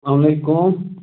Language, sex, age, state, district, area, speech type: Kashmiri, male, 30-45, Jammu and Kashmir, Pulwama, urban, conversation